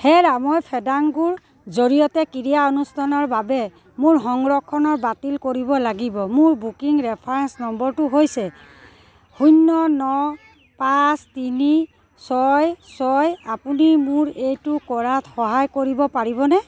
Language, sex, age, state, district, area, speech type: Assamese, female, 45-60, Assam, Dibrugarh, urban, read